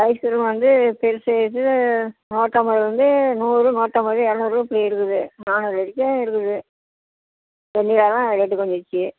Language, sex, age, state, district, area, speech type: Tamil, female, 60+, Tamil Nadu, Namakkal, rural, conversation